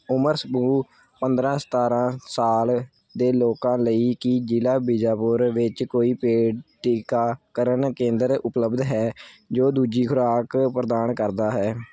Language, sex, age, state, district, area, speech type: Punjabi, male, 18-30, Punjab, Gurdaspur, urban, read